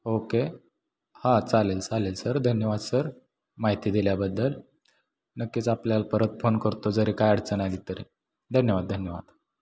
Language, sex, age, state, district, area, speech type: Marathi, male, 18-30, Maharashtra, Satara, rural, spontaneous